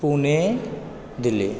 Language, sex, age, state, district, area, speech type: Maithili, male, 30-45, Bihar, Supaul, urban, spontaneous